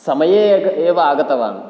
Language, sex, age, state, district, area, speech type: Sanskrit, male, 18-30, Kerala, Kasaragod, rural, spontaneous